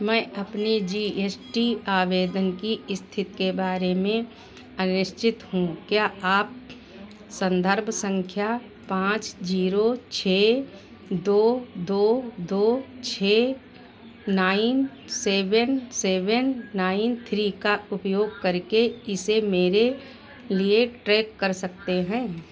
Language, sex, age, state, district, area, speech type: Hindi, female, 60+, Uttar Pradesh, Sitapur, rural, read